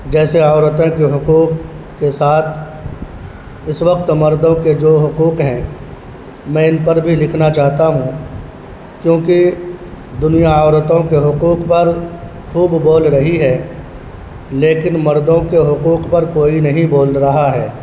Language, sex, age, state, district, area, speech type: Urdu, male, 18-30, Bihar, Purnia, rural, spontaneous